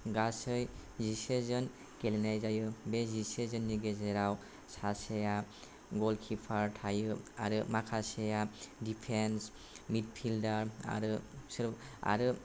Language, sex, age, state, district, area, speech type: Bodo, male, 18-30, Assam, Kokrajhar, rural, spontaneous